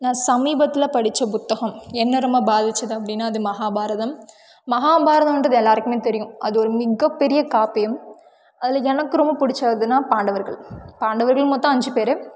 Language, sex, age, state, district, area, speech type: Tamil, female, 18-30, Tamil Nadu, Karur, rural, spontaneous